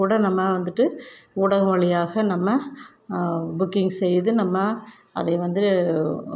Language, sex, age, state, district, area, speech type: Tamil, female, 45-60, Tamil Nadu, Tiruppur, rural, spontaneous